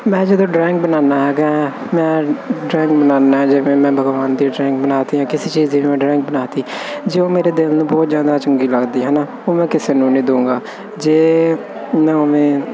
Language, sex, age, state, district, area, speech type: Punjabi, male, 18-30, Punjab, Firozpur, urban, spontaneous